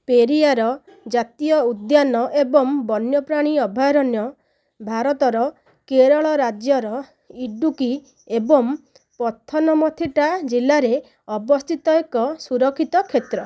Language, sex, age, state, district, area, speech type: Odia, female, 30-45, Odisha, Nayagarh, rural, read